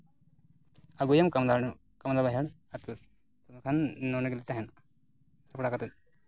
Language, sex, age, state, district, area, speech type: Santali, male, 30-45, West Bengal, Purulia, rural, spontaneous